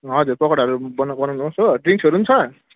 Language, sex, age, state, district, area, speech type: Nepali, male, 30-45, West Bengal, Jalpaiguri, rural, conversation